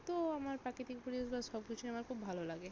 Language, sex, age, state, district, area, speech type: Bengali, female, 30-45, West Bengal, Bankura, urban, spontaneous